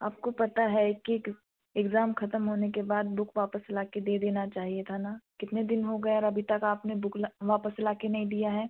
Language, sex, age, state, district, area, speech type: Hindi, female, 18-30, Madhya Pradesh, Betul, rural, conversation